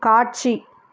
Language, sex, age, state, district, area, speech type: Tamil, female, 30-45, Tamil Nadu, Ranipet, urban, read